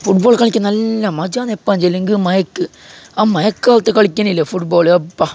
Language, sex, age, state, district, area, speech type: Malayalam, male, 18-30, Kerala, Kasaragod, urban, spontaneous